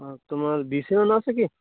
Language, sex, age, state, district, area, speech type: Bengali, male, 18-30, West Bengal, Birbhum, urban, conversation